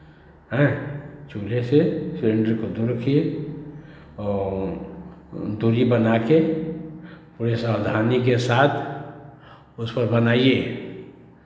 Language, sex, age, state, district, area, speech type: Hindi, male, 45-60, Uttar Pradesh, Chandauli, urban, spontaneous